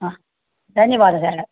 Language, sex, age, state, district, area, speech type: Sanskrit, female, 60+, Tamil Nadu, Chennai, urban, conversation